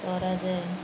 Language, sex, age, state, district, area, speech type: Odia, female, 30-45, Odisha, Sundergarh, urban, spontaneous